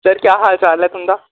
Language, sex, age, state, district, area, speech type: Dogri, male, 18-30, Jammu and Kashmir, Jammu, rural, conversation